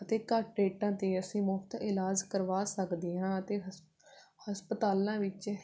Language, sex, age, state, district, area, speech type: Punjabi, female, 18-30, Punjab, Rupnagar, rural, spontaneous